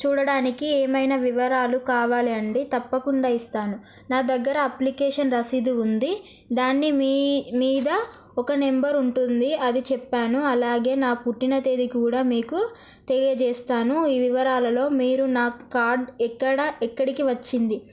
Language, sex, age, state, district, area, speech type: Telugu, female, 18-30, Telangana, Narayanpet, urban, spontaneous